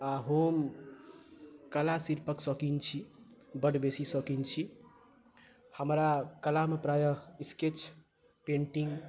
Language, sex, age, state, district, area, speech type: Maithili, other, 18-30, Bihar, Madhubani, rural, spontaneous